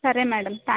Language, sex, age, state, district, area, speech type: Telugu, female, 18-30, Andhra Pradesh, Kakinada, urban, conversation